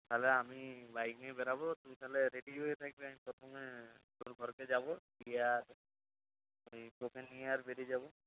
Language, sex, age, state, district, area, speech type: Bengali, male, 30-45, West Bengal, South 24 Parganas, rural, conversation